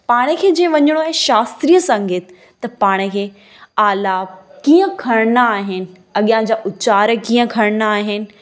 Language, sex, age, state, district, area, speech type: Sindhi, female, 18-30, Gujarat, Kutch, urban, spontaneous